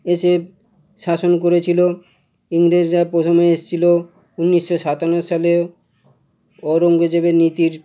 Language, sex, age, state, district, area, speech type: Bengali, male, 45-60, West Bengal, Howrah, urban, spontaneous